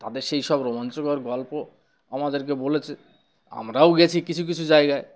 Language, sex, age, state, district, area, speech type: Bengali, male, 30-45, West Bengal, Uttar Dinajpur, urban, spontaneous